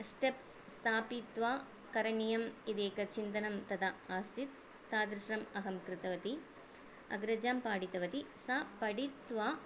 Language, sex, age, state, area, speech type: Sanskrit, female, 30-45, Tamil Nadu, urban, spontaneous